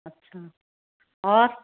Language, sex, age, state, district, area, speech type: Hindi, female, 45-60, Madhya Pradesh, Balaghat, rural, conversation